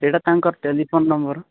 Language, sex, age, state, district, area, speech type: Odia, male, 18-30, Odisha, Nabarangpur, urban, conversation